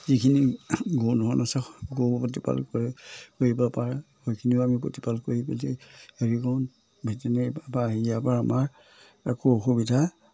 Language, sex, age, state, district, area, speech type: Assamese, male, 60+, Assam, Majuli, urban, spontaneous